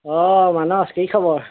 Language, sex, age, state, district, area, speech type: Assamese, male, 30-45, Assam, Golaghat, urban, conversation